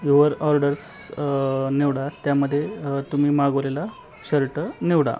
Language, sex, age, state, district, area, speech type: Marathi, male, 30-45, Maharashtra, Osmanabad, rural, spontaneous